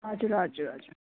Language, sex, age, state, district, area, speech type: Nepali, female, 18-30, West Bengal, Darjeeling, rural, conversation